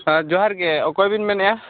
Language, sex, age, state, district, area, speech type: Santali, male, 18-30, Jharkhand, Seraikela Kharsawan, rural, conversation